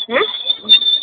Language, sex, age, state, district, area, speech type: Gujarati, female, 60+, Gujarat, Junagadh, rural, conversation